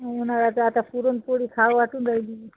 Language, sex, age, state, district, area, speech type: Marathi, female, 30-45, Maharashtra, Washim, rural, conversation